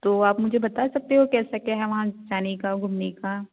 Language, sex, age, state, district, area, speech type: Hindi, female, 18-30, Madhya Pradesh, Betul, rural, conversation